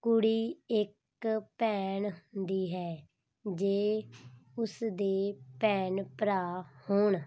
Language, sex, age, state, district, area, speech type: Punjabi, female, 18-30, Punjab, Muktsar, urban, read